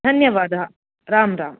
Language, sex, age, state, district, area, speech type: Sanskrit, female, 30-45, Karnataka, Hassan, urban, conversation